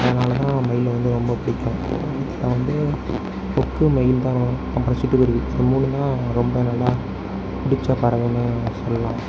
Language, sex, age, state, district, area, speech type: Tamil, male, 18-30, Tamil Nadu, Mayiladuthurai, urban, spontaneous